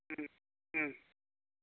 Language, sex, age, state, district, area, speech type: Tamil, male, 30-45, Tamil Nadu, Kallakurichi, rural, conversation